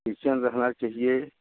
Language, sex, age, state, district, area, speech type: Hindi, male, 45-60, Uttar Pradesh, Jaunpur, rural, conversation